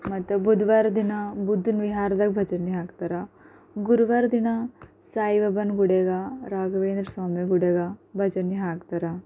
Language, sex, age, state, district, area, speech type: Kannada, female, 18-30, Karnataka, Bidar, urban, spontaneous